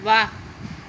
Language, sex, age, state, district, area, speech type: Sindhi, female, 45-60, Maharashtra, Thane, urban, read